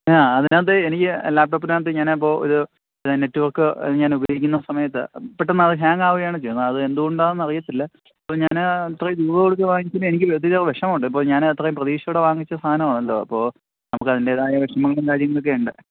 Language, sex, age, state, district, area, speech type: Malayalam, male, 30-45, Kerala, Thiruvananthapuram, urban, conversation